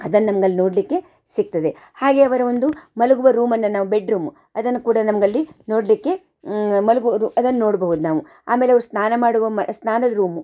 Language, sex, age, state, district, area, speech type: Kannada, female, 45-60, Karnataka, Shimoga, rural, spontaneous